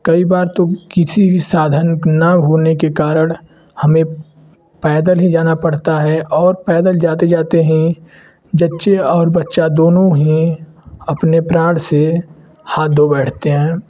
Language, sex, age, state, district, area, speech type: Hindi, male, 18-30, Uttar Pradesh, Varanasi, rural, spontaneous